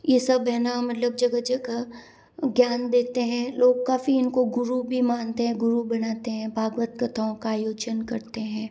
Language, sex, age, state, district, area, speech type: Hindi, female, 30-45, Rajasthan, Jodhpur, urban, spontaneous